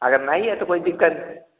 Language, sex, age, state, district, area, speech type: Hindi, male, 30-45, Bihar, Vaishali, rural, conversation